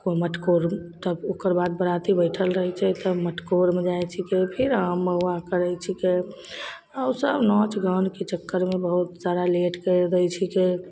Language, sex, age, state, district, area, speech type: Maithili, female, 30-45, Bihar, Begusarai, rural, spontaneous